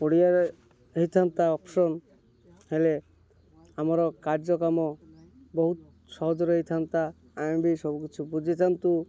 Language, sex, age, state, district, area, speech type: Odia, male, 30-45, Odisha, Malkangiri, urban, spontaneous